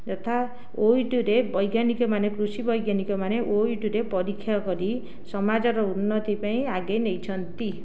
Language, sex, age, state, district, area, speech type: Odia, other, 60+, Odisha, Jajpur, rural, spontaneous